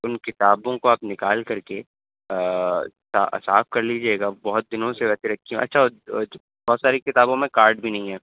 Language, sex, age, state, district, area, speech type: Urdu, male, 30-45, Uttar Pradesh, Gautam Buddha Nagar, urban, conversation